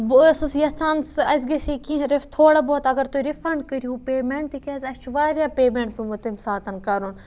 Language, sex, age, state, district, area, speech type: Kashmiri, other, 18-30, Jammu and Kashmir, Budgam, rural, spontaneous